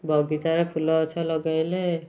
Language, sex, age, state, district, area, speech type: Odia, male, 18-30, Odisha, Kendujhar, urban, spontaneous